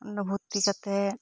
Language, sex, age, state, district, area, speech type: Santali, female, 45-60, West Bengal, Bankura, rural, spontaneous